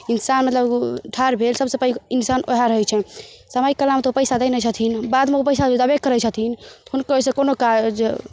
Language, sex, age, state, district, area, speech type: Maithili, female, 18-30, Bihar, Darbhanga, rural, spontaneous